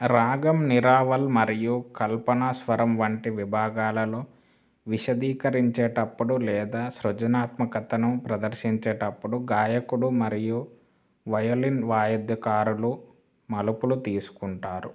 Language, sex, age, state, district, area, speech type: Telugu, male, 18-30, Telangana, Mancherial, rural, read